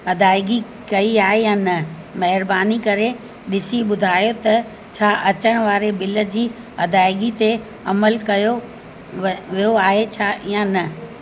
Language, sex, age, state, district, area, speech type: Sindhi, female, 60+, Uttar Pradesh, Lucknow, urban, spontaneous